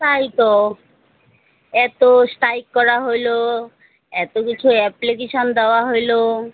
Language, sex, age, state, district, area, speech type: Bengali, female, 30-45, West Bengal, Alipurduar, rural, conversation